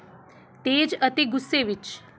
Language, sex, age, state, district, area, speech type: Punjabi, female, 30-45, Punjab, Pathankot, urban, read